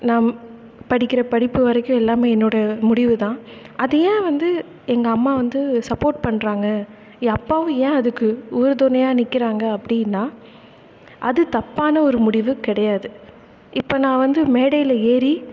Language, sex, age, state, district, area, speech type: Tamil, female, 18-30, Tamil Nadu, Thanjavur, rural, spontaneous